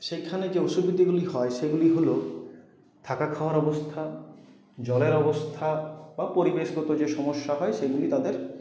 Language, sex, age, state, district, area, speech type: Bengali, male, 45-60, West Bengal, Purulia, urban, spontaneous